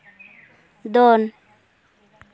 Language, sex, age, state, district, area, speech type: Santali, female, 18-30, West Bengal, Purulia, rural, read